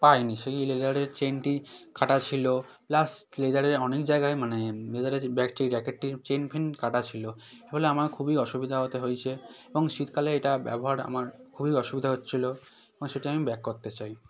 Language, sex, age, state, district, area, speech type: Bengali, male, 18-30, West Bengal, South 24 Parganas, rural, spontaneous